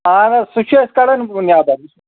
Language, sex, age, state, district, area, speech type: Kashmiri, male, 30-45, Jammu and Kashmir, Anantnag, rural, conversation